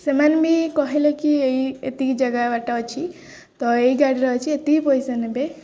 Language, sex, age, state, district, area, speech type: Odia, female, 18-30, Odisha, Jagatsinghpur, rural, spontaneous